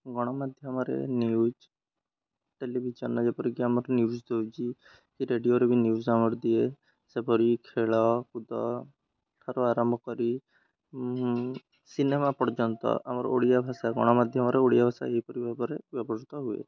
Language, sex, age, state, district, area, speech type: Odia, male, 18-30, Odisha, Jagatsinghpur, rural, spontaneous